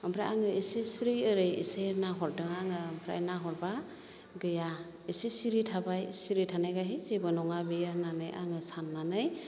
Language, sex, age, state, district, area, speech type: Bodo, female, 45-60, Assam, Chirang, rural, spontaneous